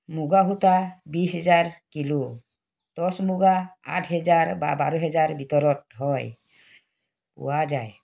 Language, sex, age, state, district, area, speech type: Assamese, female, 45-60, Assam, Tinsukia, urban, spontaneous